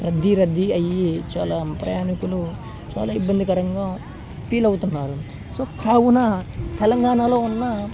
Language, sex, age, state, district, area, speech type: Telugu, male, 18-30, Telangana, Khammam, urban, spontaneous